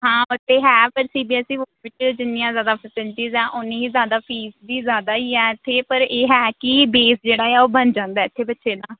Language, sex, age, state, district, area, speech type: Punjabi, female, 18-30, Punjab, Hoshiarpur, rural, conversation